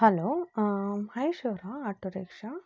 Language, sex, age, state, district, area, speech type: Kannada, female, 30-45, Karnataka, Udupi, rural, spontaneous